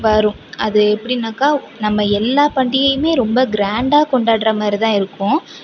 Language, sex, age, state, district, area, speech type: Tamil, female, 18-30, Tamil Nadu, Mayiladuthurai, rural, spontaneous